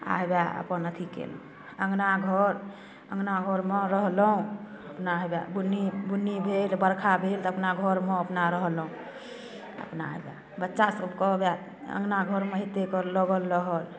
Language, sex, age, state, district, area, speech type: Maithili, female, 30-45, Bihar, Darbhanga, rural, spontaneous